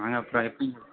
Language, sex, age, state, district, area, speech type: Tamil, male, 18-30, Tamil Nadu, Erode, rural, conversation